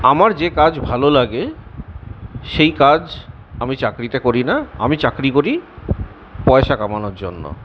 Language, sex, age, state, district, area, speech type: Bengali, male, 45-60, West Bengal, Purulia, urban, spontaneous